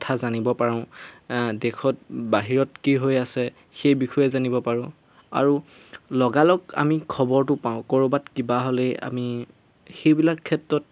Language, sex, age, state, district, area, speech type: Assamese, male, 30-45, Assam, Golaghat, urban, spontaneous